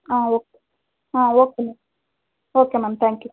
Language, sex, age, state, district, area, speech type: Kannada, female, 18-30, Karnataka, Bangalore Rural, rural, conversation